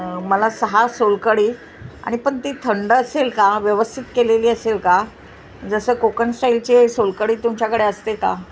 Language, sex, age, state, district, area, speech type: Marathi, female, 45-60, Maharashtra, Mumbai Suburban, urban, spontaneous